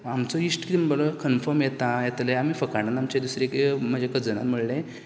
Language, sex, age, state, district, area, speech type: Goan Konkani, male, 18-30, Goa, Canacona, rural, spontaneous